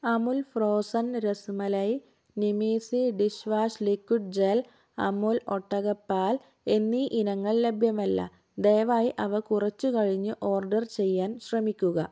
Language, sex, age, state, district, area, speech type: Malayalam, female, 18-30, Kerala, Kozhikode, rural, read